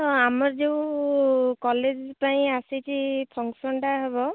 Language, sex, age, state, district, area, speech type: Odia, female, 18-30, Odisha, Jagatsinghpur, rural, conversation